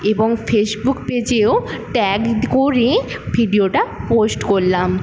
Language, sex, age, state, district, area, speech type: Bengali, female, 18-30, West Bengal, Paschim Medinipur, rural, spontaneous